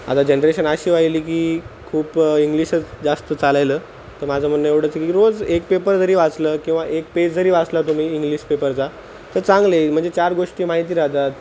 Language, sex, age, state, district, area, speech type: Marathi, male, 30-45, Maharashtra, Nanded, rural, spontaneous